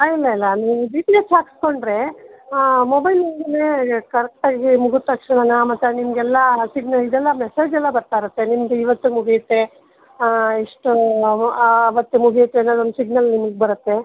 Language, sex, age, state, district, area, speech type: Kannada, female, 60+, Karnataka, Mandya, rural, conversation